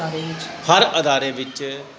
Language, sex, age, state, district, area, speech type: Punjabi, male, 30-45, Punjab, Gurdaspur, rural, spontaneous